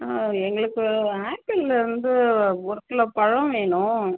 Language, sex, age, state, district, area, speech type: Tamil, female, 30-45, Tamil Nadu, Tiruchirappalli, rural, conversation